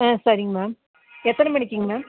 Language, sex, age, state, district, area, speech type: Tamil, female, 45-60, Tamil Nadu, Nilgiris, rural, conversation